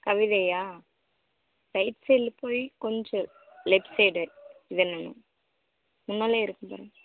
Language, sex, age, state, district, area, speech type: Tamil, female, 18-30, Tamil Nadu, Dharmapuri, rural, conversation